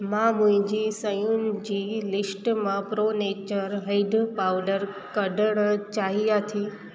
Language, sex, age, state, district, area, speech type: Sindhi, female, 30-45, Gujarat, Junagadh, urban, read